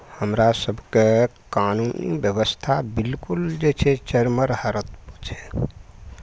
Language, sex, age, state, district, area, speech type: Maithili, male, 60+, Bihar, Araria, rural, spontaneous